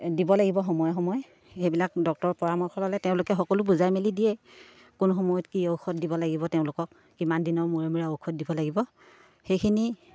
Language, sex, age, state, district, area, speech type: Assamese, female, 30-45, Assam, Sivasagar, rural, spontaneous